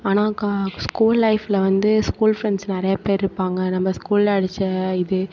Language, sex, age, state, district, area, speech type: Tamil, female, 18-30, Tamil Nadu, Mayiladuthurai, rural, spontaneous